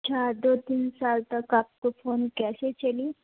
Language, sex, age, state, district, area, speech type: Hindi, female, 30-45, Uttar Pradesh, Sonbhadra, rural, conversation